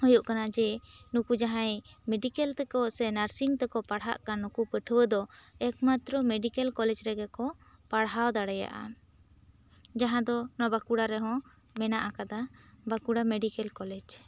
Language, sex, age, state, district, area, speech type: Santali, female, 18-30, West Bengal, Bankura, rural, spontaneous